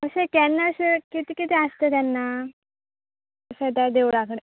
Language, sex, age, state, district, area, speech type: Goan Konkani, female, 18-30, Goa, Canacona, rural, conversation